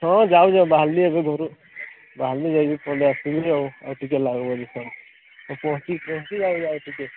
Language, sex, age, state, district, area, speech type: Odia, male, 30-45, Odisha, Sambalpur, rural, conversation